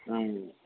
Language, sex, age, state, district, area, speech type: Tamil, male, 45-60, Tamil Nadu, Dharmapuri, rural, conversation